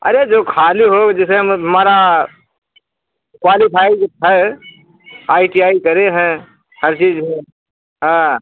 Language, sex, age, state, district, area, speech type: Hindi, male, 60+, Uttar Pradesh, Ayodhya, rural, conversation